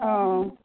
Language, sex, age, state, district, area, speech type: Assamese, female, 45-60, Assam, Sonitpur, rural, conversation